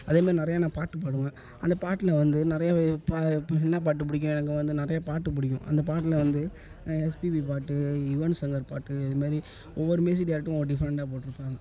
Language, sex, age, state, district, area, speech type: Tamil, male, 18-30, Tamil Nadu, Thanjavur, urban, spontaneous